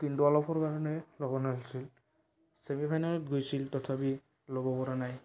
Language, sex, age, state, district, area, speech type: Assamese, male, 18-30, Assam, Barpeta, rural, spontaneous